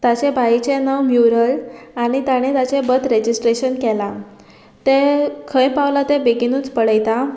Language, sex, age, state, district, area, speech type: Goan Konkani, female, 18-30, Goa, Murmgao, rural, spontaneous